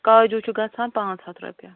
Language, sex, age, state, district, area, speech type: Kashmiri, female, 60+, Jammu and Kashmir, Ganderbal, rural, conversation